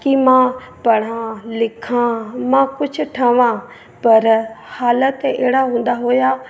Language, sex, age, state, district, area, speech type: Sindhi, female, 30-45, Madhya Pradesh, Katni, rural, spontaneous